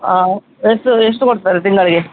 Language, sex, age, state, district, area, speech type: Kannada, male, 30-45, Karnataka, Udupi, rural, conversation